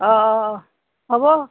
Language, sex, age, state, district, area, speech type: Assamese, female, 30-45, Assam, Nalbari, rural, conversation